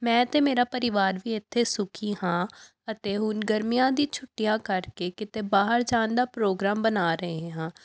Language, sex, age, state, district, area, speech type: Punjabi, female, 18-30, Punjab, Pathankot, urban, spontaneous